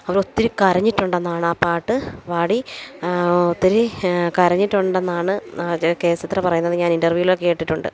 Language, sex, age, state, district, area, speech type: Malayalam, female, 30-45, Kerala, Alappuzha, rural, spontaneous